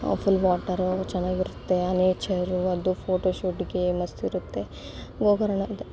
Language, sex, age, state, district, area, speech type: Kannada, female, 18-30, Karnataka, Bangalore Urban, rural, spontaneous